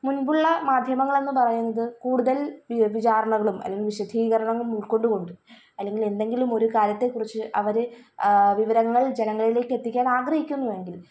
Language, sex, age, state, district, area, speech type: Malayalam, female, 18-30, Kerala, Kollam, rural, spontaneous